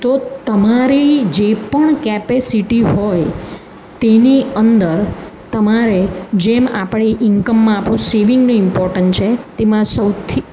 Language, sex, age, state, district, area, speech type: Gujarati, female, 45-60, Gujarat, Surat, urban, spontaneous